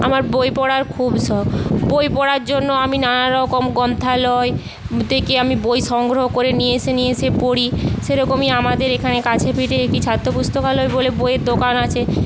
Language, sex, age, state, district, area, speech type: Bengali, female, 45-60, West Bengal, Paschim Medinipur, rural, spontaneous